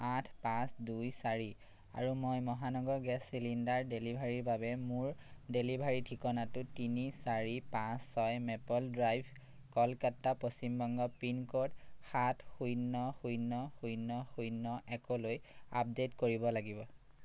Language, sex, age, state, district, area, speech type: Assamese, male, 30-45, Assam, Majuli, urban, read